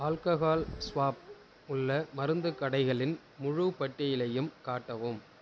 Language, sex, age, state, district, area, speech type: Tamil, male, 18-30, Tamil Nadu, Kallakurichi, rural, read